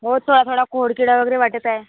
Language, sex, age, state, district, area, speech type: Marathi, female, 18-30, Maharashtra, Gondia, rural, conversation